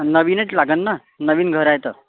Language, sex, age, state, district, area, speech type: Marathi, male, 18-30, Maharashtra, Nagpur, urban, conversation